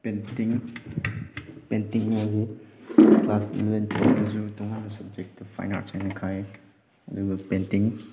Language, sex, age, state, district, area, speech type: Manipuri, male, 18-30, Manipur, Chandel, rural, spontaneous